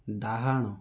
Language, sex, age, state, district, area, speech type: Odia, male, 45-60, Odisha, Balasore, rural, read